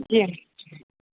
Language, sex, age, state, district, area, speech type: Sindhi, female, 30-45, Rajasthan, Ajmer, urban, conversation